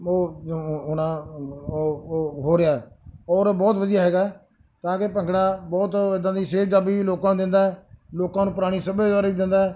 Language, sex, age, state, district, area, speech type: Punjabi, male, 60+, Punjab, Bathinda, urban, spontaneous